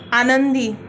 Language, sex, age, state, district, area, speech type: Marathi, female, 18-30, Maharashtra, Mumbai Suburban, urban, read